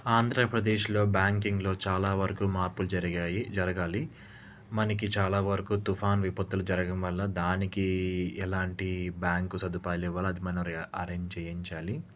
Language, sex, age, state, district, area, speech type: Telugu, male, 30-45, Andhra Pradesh, Krishna, urban, spontaneous